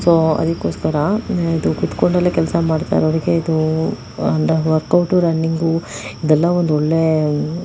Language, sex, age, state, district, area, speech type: Kannada, female, 45-60, Karnataka, Tumkur, urban, spontaneous